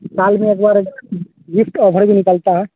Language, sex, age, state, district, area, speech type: Hindi, male, 30-45, Bihar, Vaishali, rural, conversation